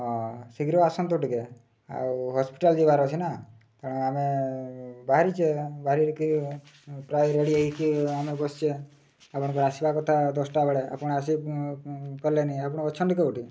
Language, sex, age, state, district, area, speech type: Odia, male, 30-45, Odisha, Mayurbhanj, rural, spontaneous